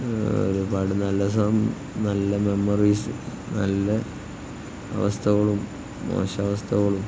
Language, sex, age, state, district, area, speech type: Malayalam, male, 18-30, Kerala, Kozhikode, rural, spontaneous